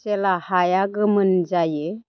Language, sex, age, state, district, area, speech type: Bodo, female, 45-60, Assam, Chirang, rural, spontaneous